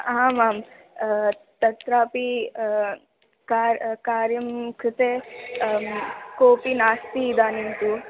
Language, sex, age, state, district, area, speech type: Sanskrit, female, 18-30, Andhra Pradesh, Eluru, rural, conversation